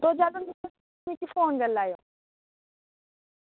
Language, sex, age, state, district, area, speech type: Dogri, female, 18-30, Jammu and Kashmir, Udhampur, rural, conversation